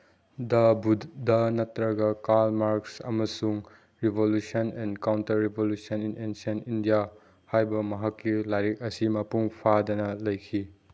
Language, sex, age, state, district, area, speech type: Manipuri, male, 18-30, Manipur, Chandel, rural, read